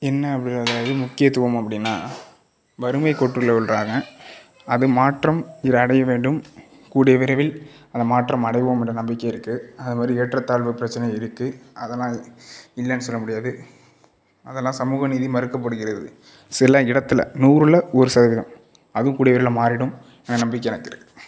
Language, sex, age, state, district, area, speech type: Tamil, male, 45-60, Tamil Nadu, Tiruvarur, urban, spontaneous